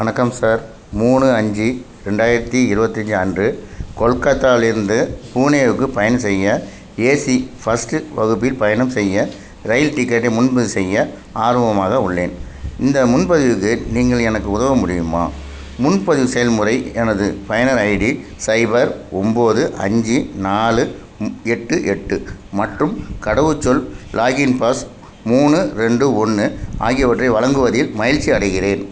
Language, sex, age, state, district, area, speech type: Tamil, male, 45-60, Tamil Nadu, Thanjavur, urban, read